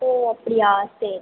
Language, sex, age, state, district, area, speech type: Tamil, female, 18-30, Tamil Nadu, Pudukkottai, rural, conversation